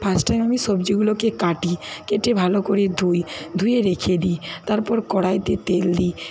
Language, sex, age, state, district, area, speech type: Bengali, female, 60+, West Bengal, Paschim Medinipur, rural, spontaneous